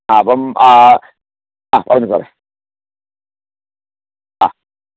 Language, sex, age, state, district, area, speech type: Malayalam, male, 45-60, Kerala, Kollam, rural, conversation